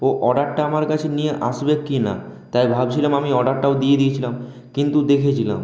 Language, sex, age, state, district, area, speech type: Bengali, male, 18-30, West Bengal, Purulia, urban, spontaneous